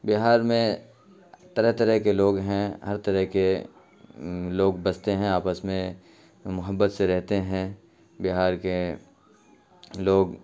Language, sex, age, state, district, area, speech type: Urdu, male, 30-45, Bihar, Khagaria, rural, spontaneous